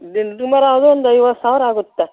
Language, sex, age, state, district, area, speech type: Kannada, female, 60+, Karnataka, Mandya, rural, conversation